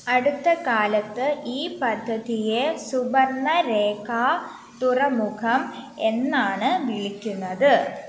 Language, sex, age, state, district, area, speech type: Malayalam, female, 18-30, Kerala, Pathanamthitta, rural, read